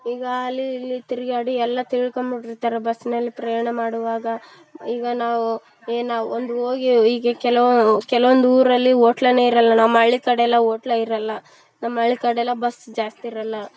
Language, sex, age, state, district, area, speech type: Kannada, female, 18-30, Karnataka, Vijayanagara, rural, spontaneous